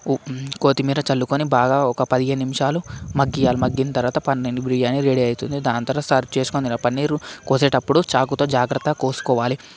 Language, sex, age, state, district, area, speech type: Telugu, male, 18-30, Telangana, Vikarabad, urban, spontaneous